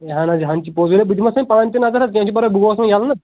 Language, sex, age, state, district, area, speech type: Kashmiri, male, 18-30, Jammu and Kashmir, Kulgam, urban, conversation